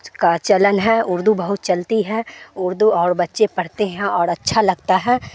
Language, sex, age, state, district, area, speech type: Urdu, female, 18-30, Bihar, Supaul, rural, spontaneous